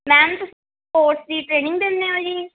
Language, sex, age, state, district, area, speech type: Punjabi, female, 18-30, Punjab, Barnala, rural, conversation